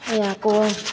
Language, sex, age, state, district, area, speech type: Nepali, male, 18-30, West Bengal, Alipurduar, urban, spontaneous